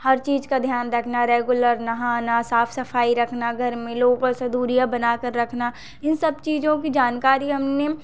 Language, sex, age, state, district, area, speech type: Hindi, female, 18-30, Madhya Pradesh, Hoshangabad, rural, spontaneous